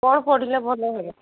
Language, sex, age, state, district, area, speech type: Odia, female, 30-45, Odisha, Mayurbhanj, rural, conversation